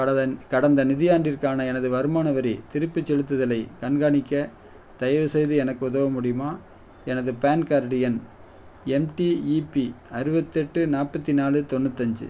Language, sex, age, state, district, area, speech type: Tamil, male, 45-60, Tamil Nadu, Perambalur, rural, read